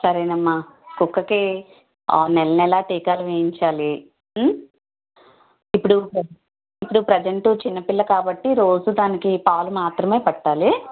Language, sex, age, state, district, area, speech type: Telugu, female, 18-30, Andhra Pradesh, Konaseema, rural, conversation